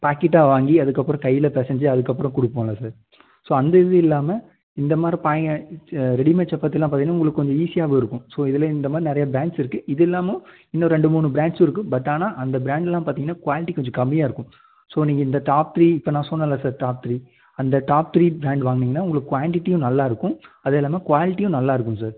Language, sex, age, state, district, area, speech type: Tamil, male, 18-30, Tamil Nadu, Erode, rural, conversation